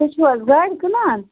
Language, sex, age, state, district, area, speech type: Kashmiri, female, 30-45, Jammu and Kashmir, Budgam, rural, conversation